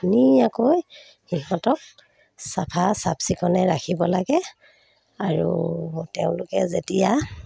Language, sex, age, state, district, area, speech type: Assamese, female, 30-45, Assam, Sivasagar, rural, spontaneous